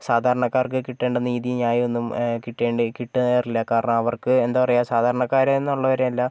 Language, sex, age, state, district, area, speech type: Malayalam, male, 30-45, Kerala, Wayanad, rural, spontaneous